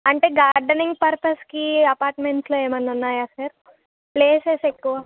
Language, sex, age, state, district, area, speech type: Telugu, female, 18-30, Telangana, Khammam, rural, conversation